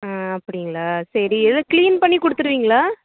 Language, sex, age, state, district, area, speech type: Tamil, female, 18-30, Tamil Nadu, Nagapattinam, rural, conversation